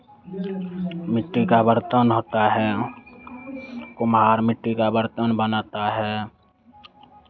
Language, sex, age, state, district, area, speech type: Hindi, male, 30-45, Bihar, Madhepura, rural, spontaneous